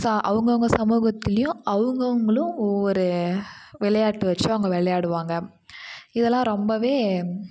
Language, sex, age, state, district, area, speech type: Tamil, female, 18-30, Tamil Nadu, Kallakurichi, urban, spontaneous